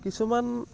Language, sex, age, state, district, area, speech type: Assamese, male, 18-30, Assam, Lakhimpur, urban, spontaneous